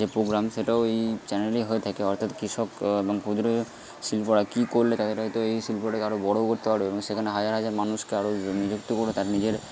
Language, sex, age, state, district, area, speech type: Bengali, male, 45-60, West Bengal, Purba Bardhaman, rural, spontaneous